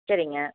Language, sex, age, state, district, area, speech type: Tamil, female, 30-45, Tamil Nadu, Coimbatore, rural, conversation